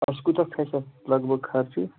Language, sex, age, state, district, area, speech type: Kashmiri, male, 45-60, Jammu and Kashmir, Ganderbal, rural, conversation